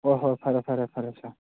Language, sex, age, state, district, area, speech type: Manipuri, male, 30-45, Manipur, Churachandpur, rural, conversation